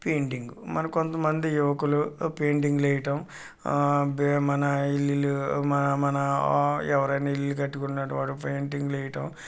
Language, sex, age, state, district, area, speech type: Telugu, male, 45-60, Andhra Pradesh, Kakinada, urban, spontaneous